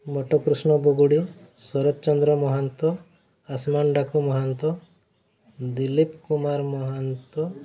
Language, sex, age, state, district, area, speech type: Odia, male, 30-45, Odisha, Mayurbhanj, rural, spontaneous